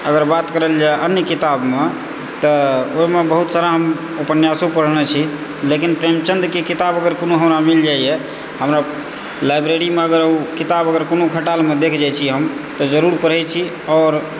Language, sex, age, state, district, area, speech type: Maithili, male, 30-45, Bihar, Supaul, rural, spontaneous